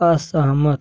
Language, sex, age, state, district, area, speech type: Hindi, male, 18-30, Uttar Pradesh, Jaunpur, rural, read